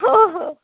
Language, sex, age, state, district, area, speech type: Marathi, female, 30-45, Maharashtra, Yavatmal, rural, conversation